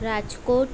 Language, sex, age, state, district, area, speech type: Gujarati, female, 18-30, Gujarat, Ahmedabad, urban, spontaneous